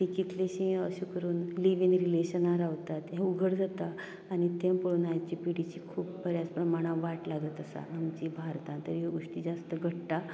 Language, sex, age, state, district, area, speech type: Goan Konkani, female, 60+, Goa, Canacona, rural, spontaneous